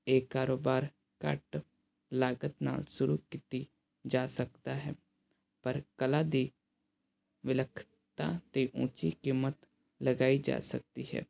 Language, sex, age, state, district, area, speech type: Punjabi, male, 18-30, Punjab, Hoshiarpur, urban, spontaneous